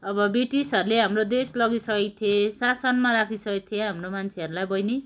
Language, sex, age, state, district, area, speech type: Nepali, female, 60+, West Bengal, Kalimpong, rural, spontaneous